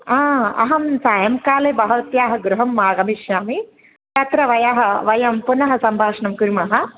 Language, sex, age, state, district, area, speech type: Sanskrit, female, 30-45, Andhra Pradesh, Bapatla, urban, conversation